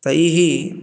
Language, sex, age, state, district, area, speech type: Sanskrit, male, 18-30, Karnataka, Chikkamagaluru, rural, spontaneous